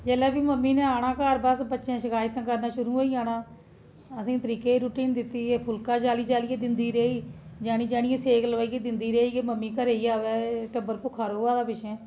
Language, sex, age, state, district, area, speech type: Dogri, female, 30-45, Jammu and Kashmir, Jammu, urban, spontaneous